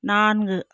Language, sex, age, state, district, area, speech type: Tamil, female, 45-60, Tamil Nadu, Viluppuram, rural, read